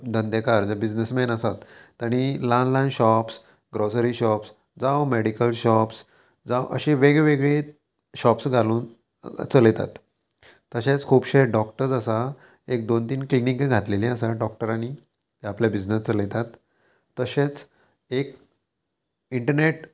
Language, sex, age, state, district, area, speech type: Goan Konkani, male, 30-45, Goa, Murmgao, rural, spontaneous